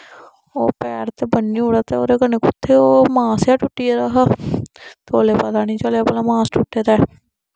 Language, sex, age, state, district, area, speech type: Dogri, female, 18-30, Jammu and Kashmir, Samba, urban, spontaneous